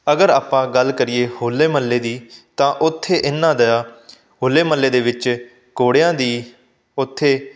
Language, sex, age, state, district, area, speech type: Punjabi, male, 18-30, Punjab, Fazilka, rural, spontaneous